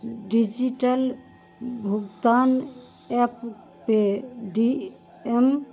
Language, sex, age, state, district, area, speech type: Maithili, female, 30-45, Bihar, Darbhanga, urban, read